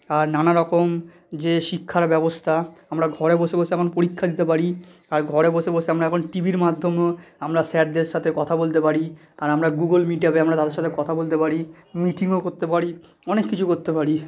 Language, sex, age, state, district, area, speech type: Bengali, male, 18-30, West Bengal, South 24 Parganas, rural, spontaneous